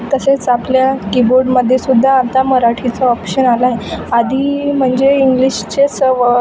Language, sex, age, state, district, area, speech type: Marathi, female, 18-30, Maharashtra, Wardha, rural, spontaneous